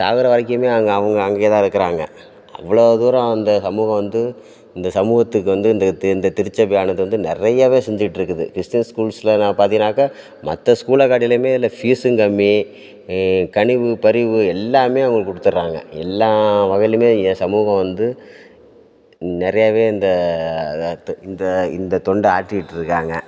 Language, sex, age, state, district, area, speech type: Tamil, male, 30-45, Tamil Nadu, Thanjavur, rural, spontaneous